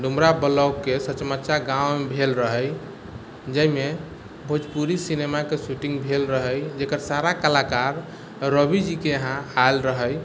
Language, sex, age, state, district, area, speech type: Maithili, male, 45-60, Bihar, Sitamarhi, rural, spontaneous